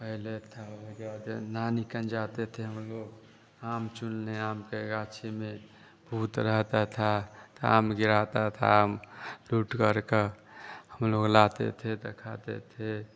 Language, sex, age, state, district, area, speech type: Hindi, male, 30-45, Bihar, Vaishali, urban, spontaneous